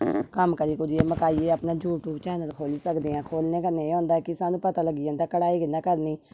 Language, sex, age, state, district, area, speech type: Dogri, female, 30-45, Jammu and Kashmir, Samba, rural, spontaneous